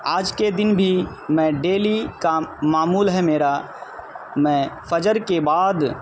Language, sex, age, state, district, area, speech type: Urdu, male, 30-45, Bihar, Purnia, rural, spontaneous